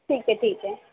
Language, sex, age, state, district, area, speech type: Hindi, female, 18-30, Madhya Pradesh, Harda, rural, conversation